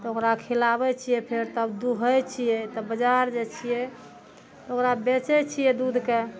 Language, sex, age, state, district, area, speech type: Maithili, female, 60+, Bihar, Madhepura, rural, spontaneous